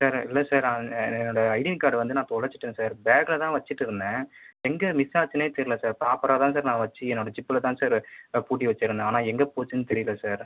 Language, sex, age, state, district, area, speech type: Tamil, male, 18-30, Tamil Nadu, Viluppuram, urban, conversation